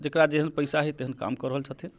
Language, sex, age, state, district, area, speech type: Maithili, male, 45-60, Bihar, Muzaffarpur, urban, spontaneous